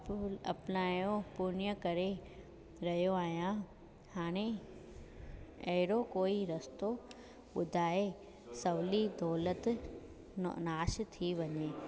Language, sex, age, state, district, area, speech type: Sindhi, female, 30-45, Gujarat, Junagadh, urban, spontaneous